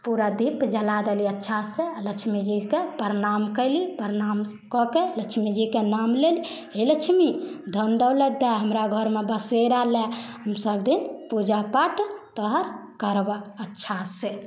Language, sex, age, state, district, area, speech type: Maithili, female, 18-30, Bihar, Samastipur, rural, spontaneous